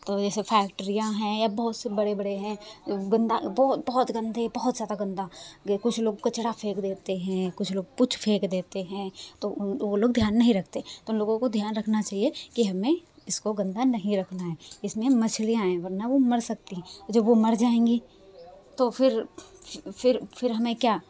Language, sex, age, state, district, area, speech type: Hindi, female, 45-60, Uttar Pradesh, Hardoi, rural, spontaneous